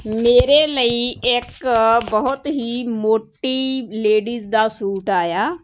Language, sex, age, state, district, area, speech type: Punjabi, female, 30-45, Punjab, Moga, rural, spontaneous